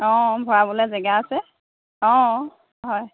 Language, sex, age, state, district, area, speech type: Assamese, female, 30-45, Assam, Lakhimpur, rural, conversation